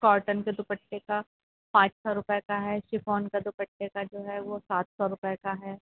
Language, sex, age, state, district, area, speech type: Urdu, female, 45-60, Uttar Pradesh, Rampur, urban, conversation